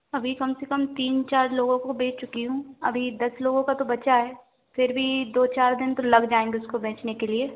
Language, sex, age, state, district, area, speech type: Hindi, female, 18-30, Madhya Pradesh, Narsinghpur, rural, conversation